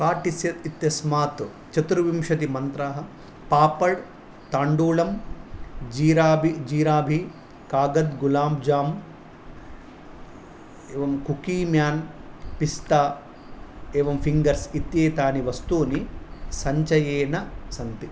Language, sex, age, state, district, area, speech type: Sanskrit, male, 30-45, Telangana, Nizamabad, urban, read